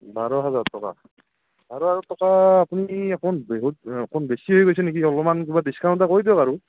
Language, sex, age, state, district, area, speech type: Assamese, male, 45-60, Assam, Morigaon, rural, conversation